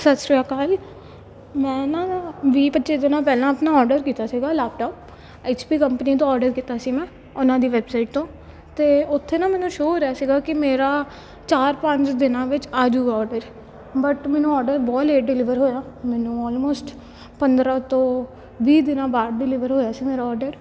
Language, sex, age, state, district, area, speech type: Punjabi, female, 18-30, Punjab, Kapurthala, urban, spontaneous